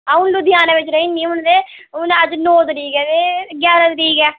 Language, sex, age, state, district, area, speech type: Dogri, female, 30-45, Jammu and Kashmir, Udhampur, urban, conversation